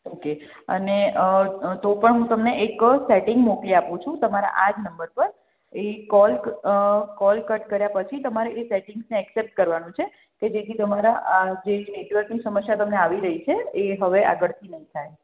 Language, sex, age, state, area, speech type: Gujarati, female, 30-45, Gujarat, urban, conversation